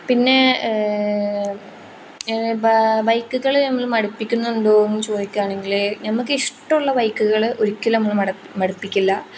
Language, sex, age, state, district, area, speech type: Malayalam, female, 18-30, Kerala, Kozhikode, rural, spontaneous